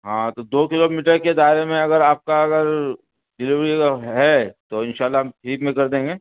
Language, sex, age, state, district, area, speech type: Urdu, male, 60+, Delhi, North East Delhi, urban, conversation